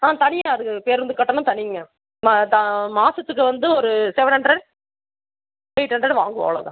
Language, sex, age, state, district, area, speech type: Tamil, female, 30-45, Tamil Nadu, Dharmapuri, rural, conversation